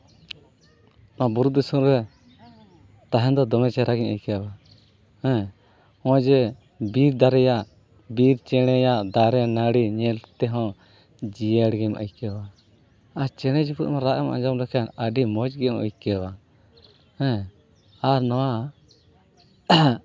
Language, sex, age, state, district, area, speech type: Santali, male, 30-45, West Bengal, Purulia, rural, spontaneous